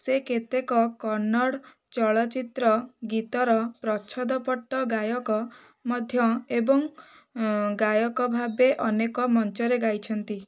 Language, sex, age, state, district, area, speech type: Odia, female, 18-30, Odisha, Jagatsinghpur, urban, read